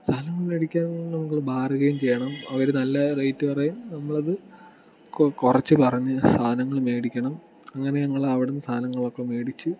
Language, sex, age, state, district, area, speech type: Malayalam, male, 18-30, Kerala, Kottayam, rural, spontaneous